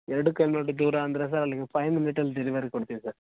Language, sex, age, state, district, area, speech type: Kannada, male, 18-30, Karnataka, Mandya, rural, conversation